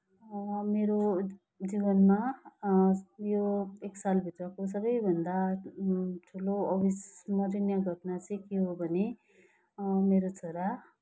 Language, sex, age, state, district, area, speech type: Nepali, male, 45-60, West Bengal, Kalimpong, rural, spontaneous